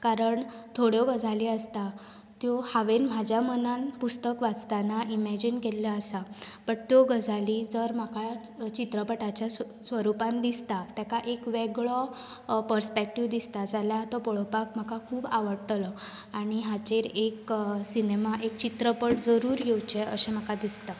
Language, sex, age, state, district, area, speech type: Goan Konkani, female, 18-30, Goa, Bardez, urban, spontaneous